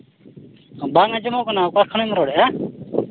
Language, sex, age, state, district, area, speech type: Santali, male, 18-30, Jharkhand, Pakur, rural, conversation